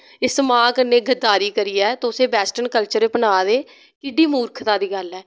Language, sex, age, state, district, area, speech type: Dogri, female, 18-30, Jammu and Kashmir, Samba, rural, spontaneous